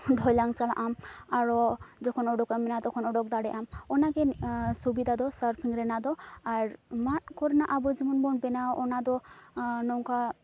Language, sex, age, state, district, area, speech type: Santali, female, 18-30, West Bengal, Purulia, rural, spontaneous